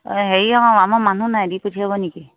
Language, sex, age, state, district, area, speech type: Assamese, female, 60+, Assam, Dibrugarh, urban, conversation